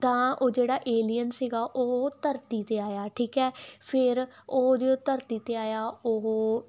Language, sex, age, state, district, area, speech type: Punjabi, female, 18-30, Punjab, Muktsar, urban, spontaneous